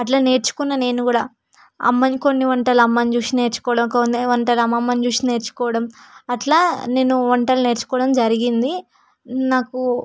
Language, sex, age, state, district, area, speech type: Telugu, female, 18-30, Telangana, Hyderabad, rural, spontaneous